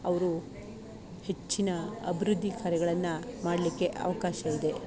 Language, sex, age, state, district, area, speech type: Kannada, female, 45-60, Karnataka, Chikkamagaluru, rural, spontaneous